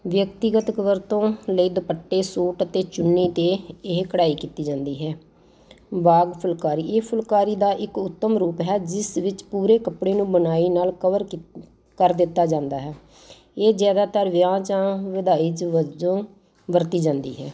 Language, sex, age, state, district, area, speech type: Punjabi, female, 45-60, Punjab, Ludhiana, urban, spontaneous